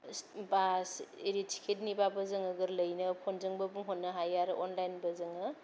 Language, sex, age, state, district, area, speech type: Bodo, female, 30-45, Assam, Kokrajhar, rural, spontaneous